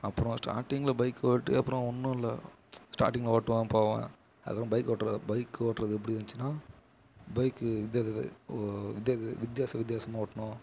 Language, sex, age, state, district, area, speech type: Tamil, male, 18-30, Tamil Nadu, Kallakurichi, rural, spontaneous